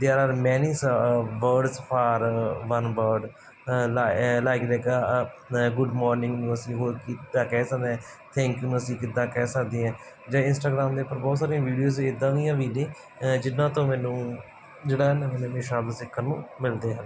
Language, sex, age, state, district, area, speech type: Punjabi, male, 30-45, Punjab, Barnala, rural, spontaneous